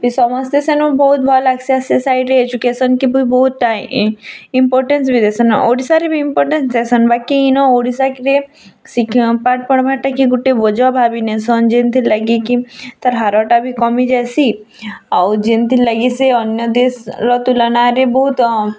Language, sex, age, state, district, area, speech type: Odia, female, 18-30, Odisha, Bargarh, urban, spontaneous